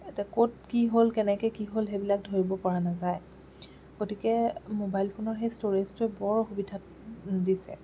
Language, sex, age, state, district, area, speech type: Assamese, female, 30-45, Assam, Jorhat, urban, spontaneous